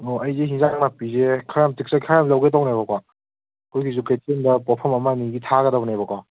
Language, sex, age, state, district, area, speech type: Manipuri, male, 18-30, Manipur, Kangpokpi, urban, conversation